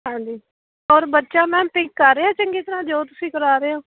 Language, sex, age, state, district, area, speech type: Punjabi, female, 30-45, Punjab, Jalandhar, rural, conversation